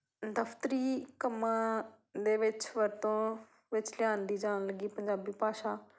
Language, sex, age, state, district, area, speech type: Punjabi, female, 30-45, Punjab, Patiala, rural, spontaneous